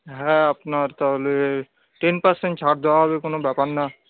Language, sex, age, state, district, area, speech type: Bengali, male, 18-30, West Bengal, Darjeeling, urban, conversation